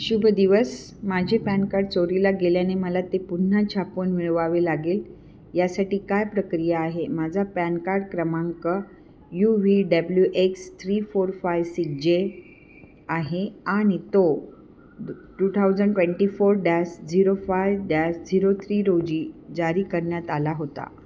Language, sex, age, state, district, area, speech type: Marathi, female, 45-60, Maharashtra, Nashik, urban, read